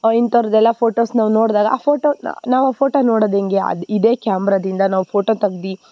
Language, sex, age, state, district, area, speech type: Kannada, female, 18-30, Karnataka, Tumkur, rural, spontaneous